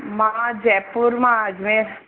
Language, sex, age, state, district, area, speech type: Sindhi, female, 30-45, Rajasthan, Ajmer, urban, conversation